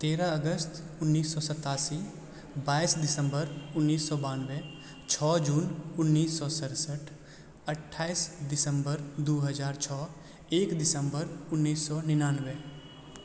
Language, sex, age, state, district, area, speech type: Maithili, male, 30-45, Bihar, Supaul, urban, spontaneous